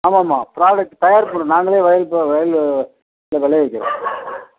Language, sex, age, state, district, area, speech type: Tamil, male, 60+, Tamil Nadu, Nagapattinam, rural, conversation